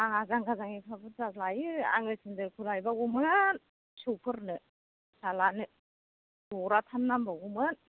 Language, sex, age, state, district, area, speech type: Bodo, female, 45-60, Assam, Kokrajhar, urban, conversation